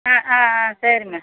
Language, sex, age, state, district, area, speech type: Tamil, female, 45-60, Tamil Nadu, Tirupattur, rural, conversation